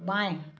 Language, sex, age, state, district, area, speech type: Hindi, female, 60+, Madhya Pradesh, Gwalior, urban, read